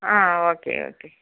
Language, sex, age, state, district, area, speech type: Tamil, female, 60+, Tamil Nadu, Nagapattinam, urban, conversation